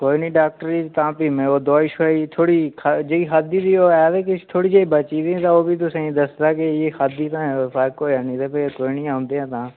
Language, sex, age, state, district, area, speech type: Dogri, male, 18-30, Jammu and Kashmir, Udhampur, rural, conversation